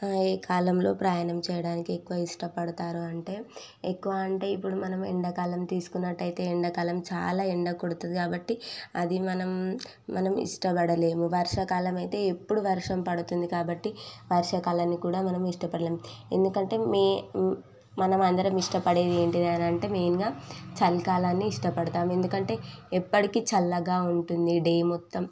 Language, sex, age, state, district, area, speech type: Telugu, female, 18-30, Telangana, Sangareddy, urban, spontaneous